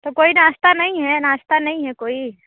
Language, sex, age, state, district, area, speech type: Hindi, female, 45-60, Uttar Pradesh, Bhadohi, urban, conversation